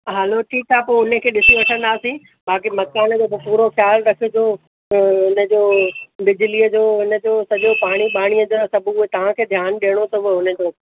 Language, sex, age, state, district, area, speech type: Sindhi, female, 45-60, Rajasthan, Ajmer, urban, conversation